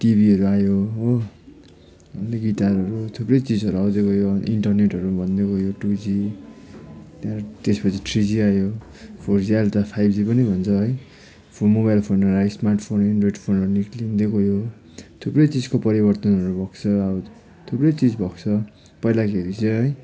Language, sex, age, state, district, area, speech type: Nepali, male, 30-45, West Bengal, Darjeeling, rural, spontaneous